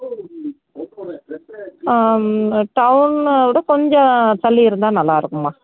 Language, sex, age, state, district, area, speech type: Tamil, female, 60+, Tamil Nadu, Tenkasi, urban, conversation